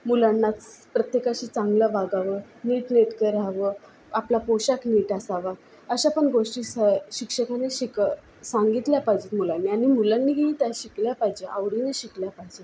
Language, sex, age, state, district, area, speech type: Marathi, female, 18-30, Maharashtra, Solapur, urban, spontaneous